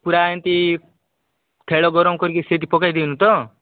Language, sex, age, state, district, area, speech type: Odia, male, 30-45, Odisha, Nabarangpur, urban, conversation